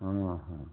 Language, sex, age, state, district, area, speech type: Hindi, male, 60+, Uttar Pradesh, Chandauli, rural, conversation